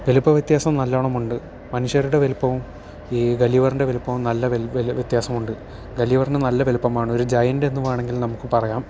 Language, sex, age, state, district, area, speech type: Malayalam, male, 18-30, Kerala, Thiruvananthapuram, urban, spontaneous